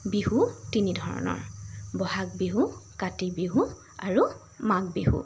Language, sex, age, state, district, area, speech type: Assamese, female, 45-60, Assam, Tinsukia, rural, spontaneous